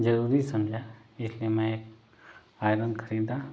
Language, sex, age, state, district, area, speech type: Hindi, male, 30-45, Uttar Pradesh, Ghazipur, rural, spontaneous